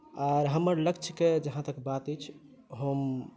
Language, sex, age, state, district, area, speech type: Maithili, other, 18-30, Bihar, Madhubani, rural, spontaneous